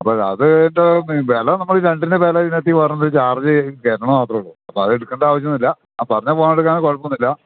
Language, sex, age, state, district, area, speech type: Malayalam, male, 60+, Kerala, Idukki, rural, conversation